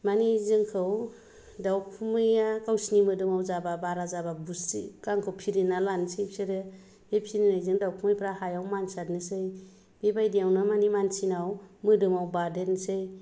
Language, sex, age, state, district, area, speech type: Bodo, female, 30-45, Assam, Kokrajhar, rural, spontaneous